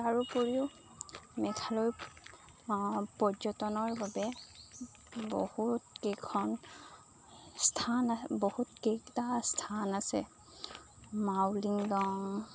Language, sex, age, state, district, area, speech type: Assamese, female, 30-45, Assam, Nagaon, rural, spontaneous